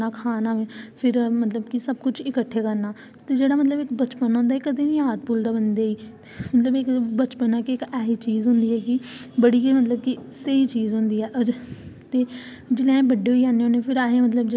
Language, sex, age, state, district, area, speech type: Dogri, female, 18-30, Jammu and Kashmir, Samba, rural, spontaneous